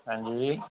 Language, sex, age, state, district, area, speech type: Dogri, male, 45-60, Jammu and Kashmir, Udhampur, urban, conversation